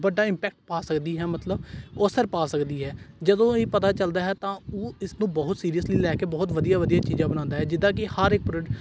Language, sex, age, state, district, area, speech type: Punjabi, male, 18-30, Punjab, Gurdaspur, rural, spontaneous